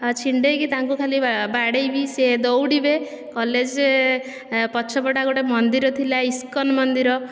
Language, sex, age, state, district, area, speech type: Odia, female, 18-30, Odisha, Dhenkanal, rural, spontaneous